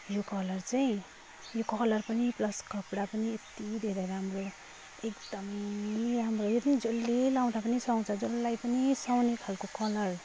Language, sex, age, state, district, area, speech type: Nepali, female, 30-45, West Bengal, Jalpaiguri, rural, spontaneous